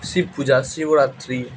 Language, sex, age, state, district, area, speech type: Bengali, male, 18-30, West Bengal, Bankura, urban, spontaneous